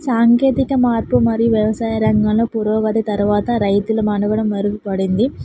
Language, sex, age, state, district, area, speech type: Telugu, female, 18-30, Telangana, Vikarabad, urban, spontaneous